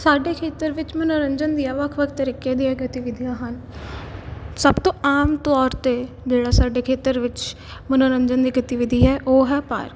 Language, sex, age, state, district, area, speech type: Punjabi, female, 18-30, Punjab, Kapurthala, urban, spontaneous